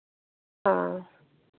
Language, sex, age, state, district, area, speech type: Hindi, female, 45-60, Bihar, Madhepura, rural, conversation